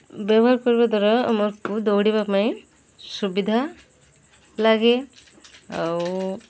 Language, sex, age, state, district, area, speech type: Odia, female, 45-60, Odisha, Sundergarh, urban, spontaneous